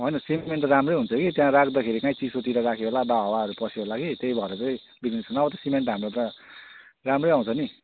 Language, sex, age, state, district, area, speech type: Nepali, male, 30-45, West Bengal, Kalimpong, rural, conversation